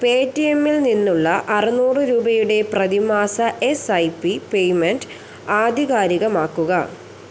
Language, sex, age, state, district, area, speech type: Malayalam, female, 18-30, Kerala, Thiruvananthapuram, rural, read